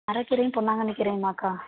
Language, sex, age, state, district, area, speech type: Tamil, female, 18-30, Tamil Nadu, Madurai, rural, conversation